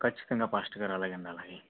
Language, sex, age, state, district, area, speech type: Telugu, male, 45-60, Andhra Pradesh, East Godavari, rural, conversation